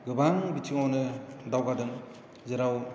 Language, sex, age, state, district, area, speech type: Bodo, male, 60+, Assam, Chirang, urban, spontaneous